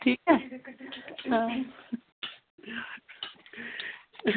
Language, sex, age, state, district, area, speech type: Dogri, female, 45-60, Jammu and Kashmir, Samba, urban, conversation